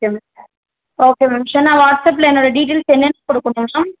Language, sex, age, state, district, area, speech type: Tamil, female, 30-45, Tamil Nadu, Chennai, urban, conversation